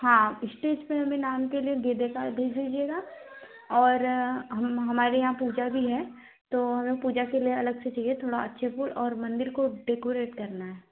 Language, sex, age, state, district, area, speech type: Hindi, female, 18-30, Uttar Pradesh, Azamgarh, rural, conversation